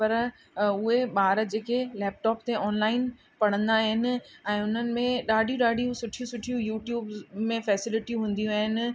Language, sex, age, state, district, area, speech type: Sindhi, female, 45-60, Rajasthan, Ajmer, urban, spontaneous